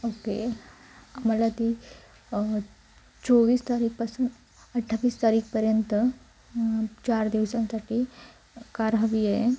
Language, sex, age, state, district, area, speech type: Marathi, female, 18-30, Maharashtra, Sindhudurg, rural, spontaneous